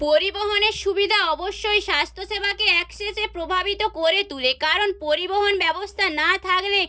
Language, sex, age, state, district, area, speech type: Bengali, female, 30-45, West Bengal, Nadia, rural, spontaneous